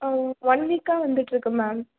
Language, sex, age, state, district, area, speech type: Tamil, female, 30-45, Tamil Nadu, Ariyalur, rural, conversation